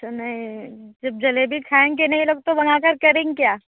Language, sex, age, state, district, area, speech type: Hindi, female, 45-60, Uttar Pradesh, Bhadohi, urban, conversation